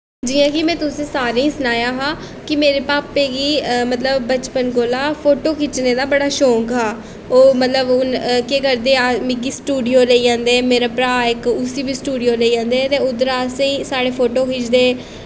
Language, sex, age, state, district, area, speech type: Dogri, female, 18-30, Jammu and Kashmir, Reasi, rural, spontaneous